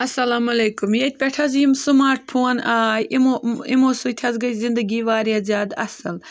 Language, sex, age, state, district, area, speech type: Kashmiri, female, 18-30, Jammu and Kashmir, Bandipora, rural, spontaneous